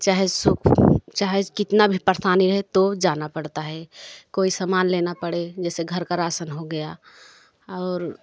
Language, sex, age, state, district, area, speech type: Hindi, female, 30-45, Uttar Pradesh, Jaunpur, rural, spontaneous